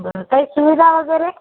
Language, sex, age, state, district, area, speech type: Marathi, female, 18-30, Maharashtra, Jalna, urban, conversation